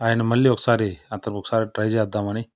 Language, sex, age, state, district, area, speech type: Telugu, male, 30-45, Andhra Pradesh, Chittoor, rural, spontaneous